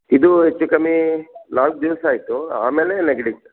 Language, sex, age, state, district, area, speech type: Kannada, male, 60+, Karnataka, Gulbarga, urban, conversation